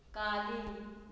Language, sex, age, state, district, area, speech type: Goan Konkani, female, 45-60, Goa, Murmgao, rural, spontaneous